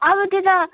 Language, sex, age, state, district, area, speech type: Nepali, female, 18-30, West Bengal, Kalimpong, rural, conversation